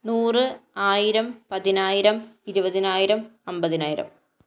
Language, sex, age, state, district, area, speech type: Malayalam, female, 18-30, Kerala, Kannur, rural, spontaneous